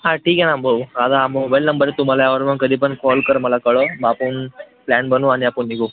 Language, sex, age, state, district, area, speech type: Marathi, male, 18-30, Maharashtra, Thane, urban, conversation